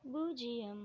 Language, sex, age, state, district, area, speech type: Tamil, female, 45-60, Tamil Nadu, Tiruchirappalli, rural, read